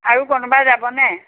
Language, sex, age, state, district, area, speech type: Assamese, female, 60+, Assam, Majuli, rural, conversation